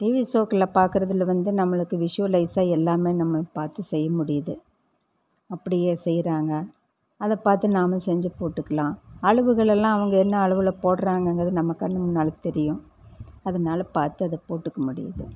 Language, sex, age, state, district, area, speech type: Tamil, female, 60+, Tamil Nadu, Erode, urban, spontaneous